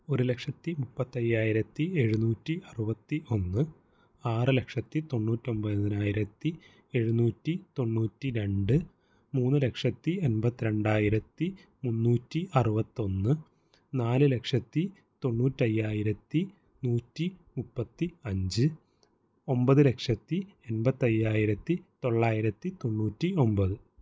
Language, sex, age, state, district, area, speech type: Malayalam, male, 18-30, Kerala, Thrissur, urban, spontaneous